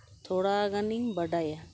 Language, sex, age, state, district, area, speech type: Santali, female, 45-60, West Bengal, Paschim Bardhaman, rural, spontaneous